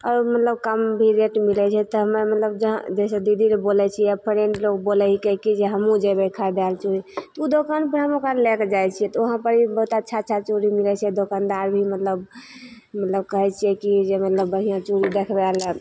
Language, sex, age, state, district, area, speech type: Maithili, female, 30-45, Bihar, Begusarai, rural, spontaneous